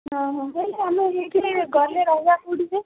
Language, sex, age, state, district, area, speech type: Odia, female, 45-60, Odisha, Kandhamal, rural, conversation